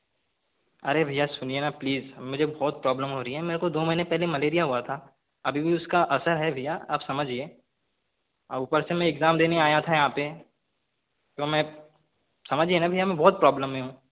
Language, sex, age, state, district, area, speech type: Hindi, male, 18-30, Madhya Pradesh, Balaghat, rural, conversation